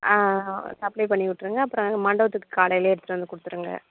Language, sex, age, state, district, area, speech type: Tamil, female, 30-45, Tamil Nadu, Cuddalore, rural, conversation